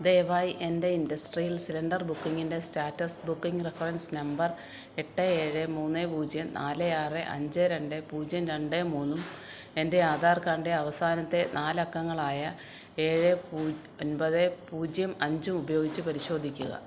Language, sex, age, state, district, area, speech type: Malayalam, female, 45-60, Kerala, Kottayam, rural, read